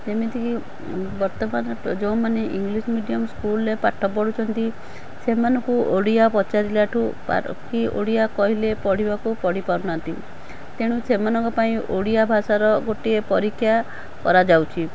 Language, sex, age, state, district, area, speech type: Odia, female, 45-60, Odisha, Cuttack, urban, spontaneous